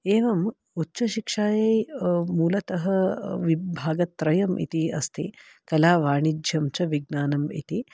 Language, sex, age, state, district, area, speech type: Sanskrit, female, 45-60, Karnataka, Bangalore Urban, urban, spontaneous